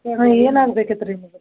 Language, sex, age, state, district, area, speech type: Kannada, female, 60+, Karnataka, Belgaum, rural, conversation